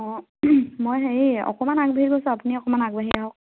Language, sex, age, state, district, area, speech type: Assamese, female, 18-30, Assam, Dibrugarh, rural, conversation